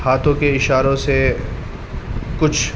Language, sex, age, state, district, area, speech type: Urdu, male, 30-45, Uttar Pradesh, Muzaffarnagar, urban, spontaneous